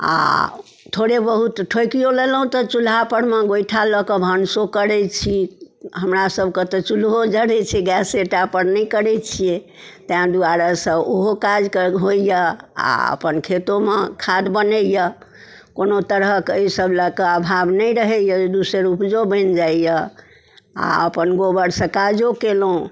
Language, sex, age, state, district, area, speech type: Maithili, female, 60+, Bihar, Darbhanga, urban, spontaneous